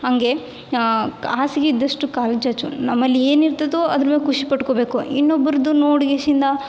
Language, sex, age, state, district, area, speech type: Kannada, female, 18-30, Karnataka, Yadgir, urban, spontaneous